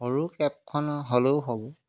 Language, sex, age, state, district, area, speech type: Assamese, male, 30-45, Assam, Jorhat, urban, spontaneous